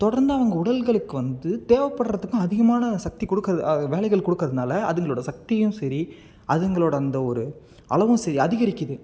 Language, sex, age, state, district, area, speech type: Tamil, male, 18-30, Tamil Nadu, Salem, rural, spontaneous